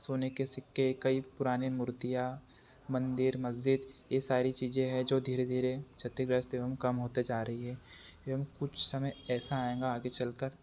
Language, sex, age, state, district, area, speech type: Hindi, male, 30-45, Madhya Pradesh, Betul, urban, spontaneous